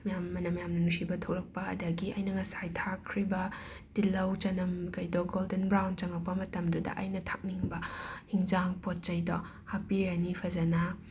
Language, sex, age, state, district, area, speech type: Manipuri, female, 30-45, Manipur, Imphal West, urban, spontaneous